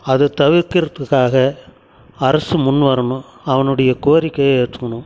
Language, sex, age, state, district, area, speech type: Tamil, male, 60+, Tamil Nadu, Krishnagiri, rural, spontaneous